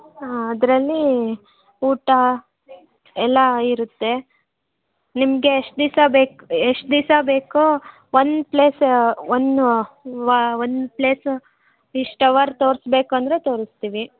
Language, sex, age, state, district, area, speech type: Kannada, female, 18-30, Karnataka, Davanagere, rural, conversation